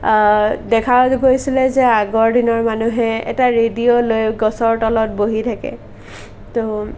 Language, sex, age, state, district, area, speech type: Assamese, female, 18-30, Assam, Sonitpur, rural, spontaneous